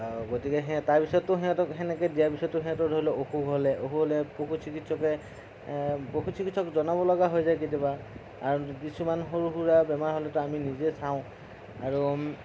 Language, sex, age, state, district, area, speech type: Assamese, male, 30-45, Assam, Darrang, rural, spontaneous